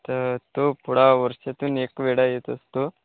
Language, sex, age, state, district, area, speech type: Marathi, male, 18-30, Maharashtra, Wardha, rural, conversation